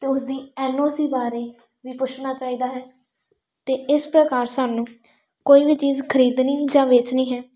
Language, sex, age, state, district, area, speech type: Punjabi, female, 18-30, Punjab, Tarn Taran, rural, spontaneous